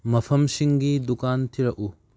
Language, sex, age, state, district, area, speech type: Manipuri, male, 18-30, Manipur, Kakching, rural, read